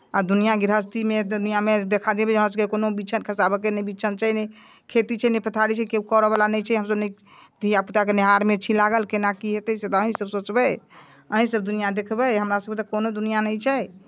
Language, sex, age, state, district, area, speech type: Maithili, female, 60+, Bihar, Muzaffarpur, rural, spontaneous